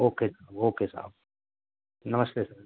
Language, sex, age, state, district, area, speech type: Urdu, male, 60+, Delhi, South Delhi, urban, conversation